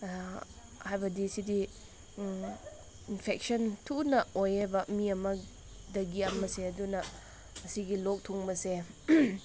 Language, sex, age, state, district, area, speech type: Manipuri, female, 18-30, Manipur, Senapati, rural, spontaneous